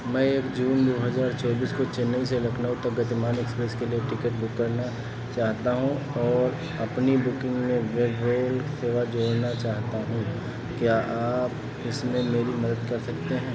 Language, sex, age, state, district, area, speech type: Hindi, male, 30-45, Uttar Pradesh, Sitapur, rural, read